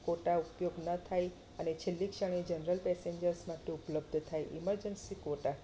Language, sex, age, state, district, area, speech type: Gujarati, female, 30-45, Gujarat, Kheda, rural, spontaneous